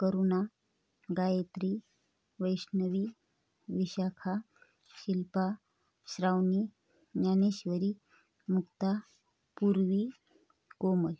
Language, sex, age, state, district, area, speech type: Marathi, female, 45-60, Maharashtra, Hingoli, urban, spontaneous